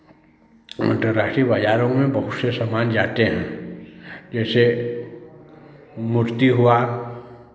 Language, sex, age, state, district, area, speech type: Hindi, male, 45-60, Uttar Pradesh, Chandauli, urban, spontaneous